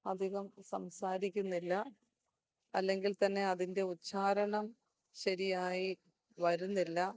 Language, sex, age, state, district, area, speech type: Malayalam, female, 45-60, Kerala, Kottayam, urban, spontaneous